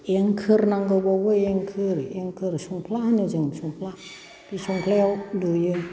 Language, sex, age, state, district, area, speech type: Bodo, female, 60+, Assam, Kokrajhar, urban, spontaneous